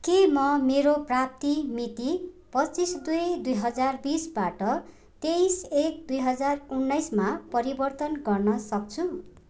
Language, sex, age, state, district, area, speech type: Nepali, female, 45-60, West Bengal, Darjeeling, rural, read